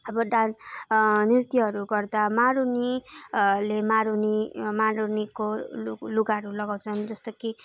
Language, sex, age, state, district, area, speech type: Nepali, female, 18-30, West Bengal, Darjeeling, rural, spontaneous